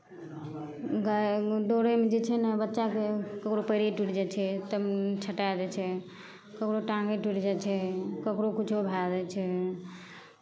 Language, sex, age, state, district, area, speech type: Maithili, female, 18-30, Bihar, Madhepura, rural, spontaneous